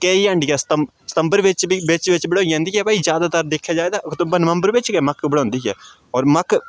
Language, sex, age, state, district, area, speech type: Dogri, male, 18-30, Jammu and Kashmir, Udhampur, rural, spontaneous